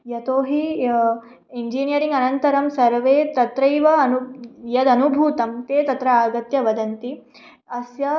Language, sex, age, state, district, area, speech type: Sanskrit, female, 18-30, Maharashtra, Mumbai Suburban, urban, spontaneous